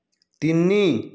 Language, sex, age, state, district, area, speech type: Odia, male, 30-45, Odisha, Nayagarh, rural, read